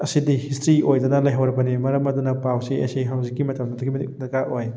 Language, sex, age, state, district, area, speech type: Manipuri, male, 18-30, Manipur, Thoubal, rural, spontaneous